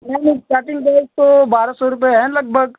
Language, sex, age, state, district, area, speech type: Hindi, male, 18-30, Uttar Pradesh, Ghazipur, urban, conversation